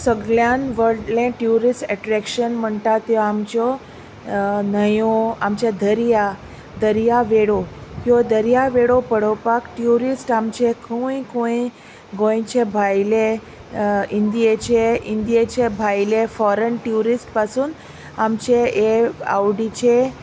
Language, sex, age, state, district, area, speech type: Goan Konkani, female, 30-45, Goa, Salcete, rural, spontaneous